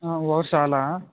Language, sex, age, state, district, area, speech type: Telugu, male, 18-30, Andhra Pradesh, Eluru, rural, conversation